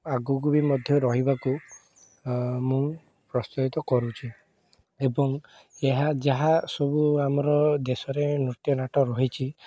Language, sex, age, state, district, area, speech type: Odia, male, 18-30, Odisha, Puri, urban, spontaneous